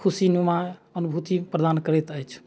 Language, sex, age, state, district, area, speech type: Maithili, male, 30-45, Bihar, Madhubani, rural, spontaneous